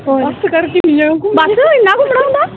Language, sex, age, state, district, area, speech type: Dogri, female, 18-30, Jammu and Kashmir, Jammu, rural, conversation